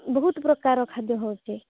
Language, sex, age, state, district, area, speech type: Odia, female, 45-60, Odisha, Nabarangpur, rural, conversation